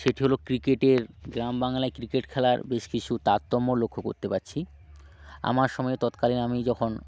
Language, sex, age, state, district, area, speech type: Bengali, male, 45-60, West Bengal, Hooghly, urban, spontaneous